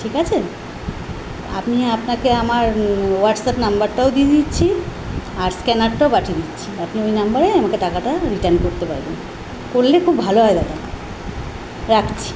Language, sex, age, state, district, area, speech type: Bengali, female, 45-60, West Bengal, Kolkata, urban, spontaneous